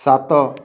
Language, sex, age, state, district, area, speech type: Odia, male, 45-60, Odisha, Bargarh, urban, read